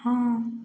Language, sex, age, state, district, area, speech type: Maithili, female, 30-45, Bihar, Samastipur, rural, spontaneous